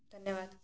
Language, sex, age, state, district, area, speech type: Hindi, female, 18-30, Madhya Pradesh, Gwalior, rural, spontaneous